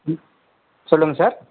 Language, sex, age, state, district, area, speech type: Tamil, male, 30-45, Tamil Nadu, Dharmapuri, rural, conversation